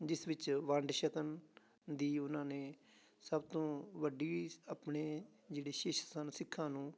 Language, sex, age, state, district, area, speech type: Punjabi, male, 30-45, Punjab, Amritsar, urban, spontaneous